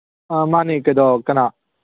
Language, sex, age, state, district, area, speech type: Manipuri, male, 18-30, Manipur, Kangpokpi, urban, conversation